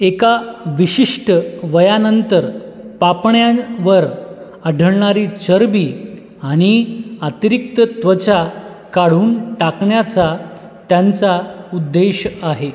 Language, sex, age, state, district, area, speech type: Marathi, male, 30-45, Maharashtra, Buldhana, urban, read